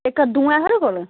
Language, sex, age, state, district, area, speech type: Dogri, female, 18-30, Jammu and Kashmir, Samba, rural, conversation